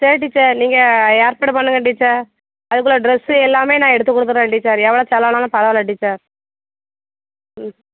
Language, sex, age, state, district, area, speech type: Tamil, female, 30-45, Tamil Nadu, Thoothukudi, urban, conversation